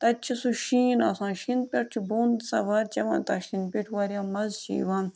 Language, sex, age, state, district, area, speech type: Kashmiri, female, 30-45, Jammu and Kashmir, Budgam, rural, spontaneous